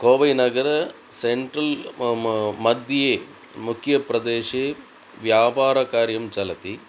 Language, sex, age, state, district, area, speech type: Sanskrit, male, 60+, Tamil Nadu, Coimbatore, urban, spontaneous